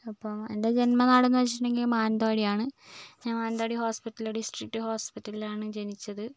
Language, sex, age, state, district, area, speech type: Malayalam, female, 45-60, Kerala, Wayanad, rural, spontaneous